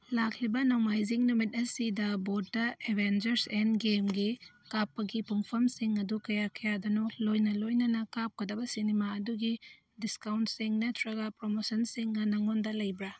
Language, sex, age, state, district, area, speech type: Manipuri, female, 45-60, Manipur, Churachandpur, urban, read